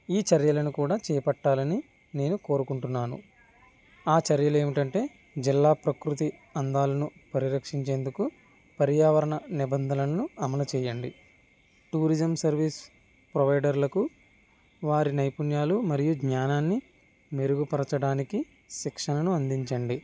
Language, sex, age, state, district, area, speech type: Telugu, male, 45-60, Andhra Pradesh, East Godavari, rural, spontaneous